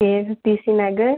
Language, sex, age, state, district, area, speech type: Tamil, female, 30-45, Tamil Nadu, Viluppuram, rural, conversation